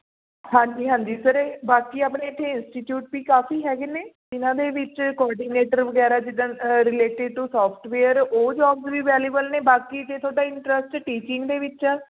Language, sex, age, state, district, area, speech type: Punjabi, female, 18-30, Punjab, Fatehgarh Sahib, rural, conversation